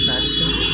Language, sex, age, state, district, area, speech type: Bengali, male, 18-30, West Bengal, Kolkata, urban, spontaneous